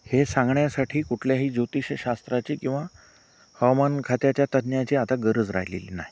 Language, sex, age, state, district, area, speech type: Marathi, male, 45-60, Maharashtra, Nanded, urban, spontaneous